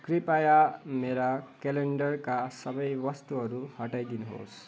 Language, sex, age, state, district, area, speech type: Nepali, male, 18-30, West Bengal, Kalimpong, rural, read